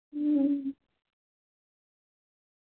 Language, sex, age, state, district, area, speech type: Hindi, female, 18-30, Madhya Pradesh, Balaghat, rural, conversation